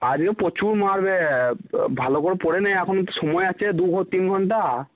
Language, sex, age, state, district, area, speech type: Bengali, male, 18-30, West Bengal, Cooch Behar, rural, conversation